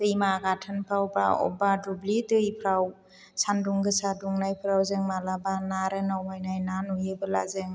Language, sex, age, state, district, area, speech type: Bodo, female, 60+, Assam, Chirang, rural, spontaneous